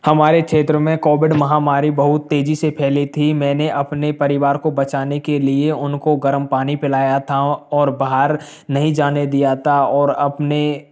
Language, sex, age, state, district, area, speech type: Hindi, male, 45-60, Rajasthan, Karauli, rural, spontaneous